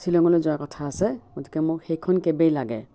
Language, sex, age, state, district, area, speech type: Assamese, female, 60+, Assam, Biswanath, rural, spontaneous